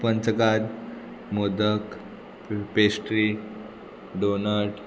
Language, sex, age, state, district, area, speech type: Goan Konkani, male, 18-30, Goa, Murmgao, urban, spontaneous